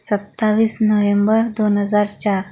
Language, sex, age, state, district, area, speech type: Marathi, female, 45-60, Maharashtra, Akola, urban, spontaneous